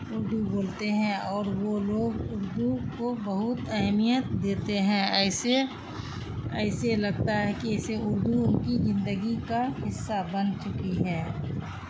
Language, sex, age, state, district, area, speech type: Urdu, female, 60+, Bihar, Khagaria, rural, spontaneous